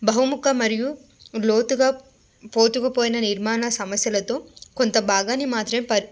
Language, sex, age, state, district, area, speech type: Telugu, female, 30-45, Telangana, Hyderabad, rural, spontaneous